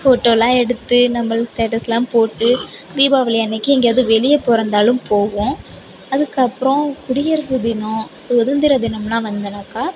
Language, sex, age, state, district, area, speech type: Tamil, female, 18-30, Tamil Nadu, Mayiladuthurai, rural, spontaneous